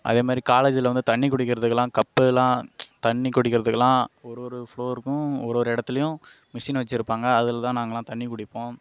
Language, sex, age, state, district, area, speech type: Tamil, male, 18-30, Tamil Nadu, Kallakurichi, rural, spontaneous